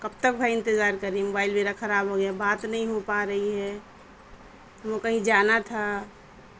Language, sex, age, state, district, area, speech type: Urdu, female, 30-45, Uttar Pradesh, Mirzapur, rural, spontaneous